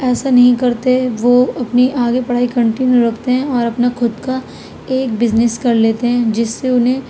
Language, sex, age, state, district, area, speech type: Urdu, female, 18-30, Uttar Pradesh, Gautam Buddha Nagar, rural, spontaneous